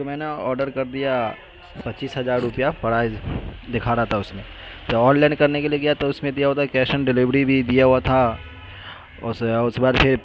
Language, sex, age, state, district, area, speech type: Urdu, male, 18-30, Bihar, Madhubani, rural, spontaneous